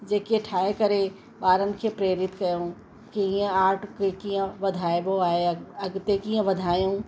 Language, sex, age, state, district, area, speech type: Sindhi, female, 45-60, Uttar Pradesh, Lucknow, urban, spontaneous